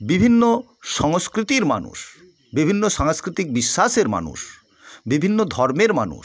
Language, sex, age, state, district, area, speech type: Bengali, male, 60+, West Bengal, South 24 Parganas, rural, spontaneous